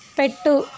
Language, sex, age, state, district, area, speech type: Telugu, female, 18-30, Telangana, Hyderabad, urban, read